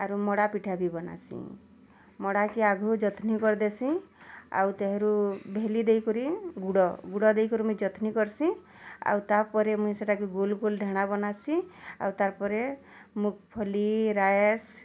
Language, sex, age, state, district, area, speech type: Odia, female, 30-45, Odisha, Bargarh, urban, spontaneous